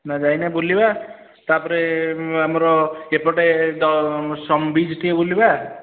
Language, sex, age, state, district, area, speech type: Odia, male, 30-45, Odisha, Puri, urban, conversation